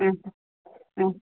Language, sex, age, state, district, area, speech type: Sanskrit, female, 60+, Karnataka, Bangalore Urban, urban, conversation